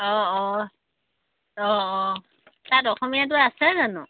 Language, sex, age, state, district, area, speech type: Assamese, female, 30-45, Assam, Tinsukia, urban, conversation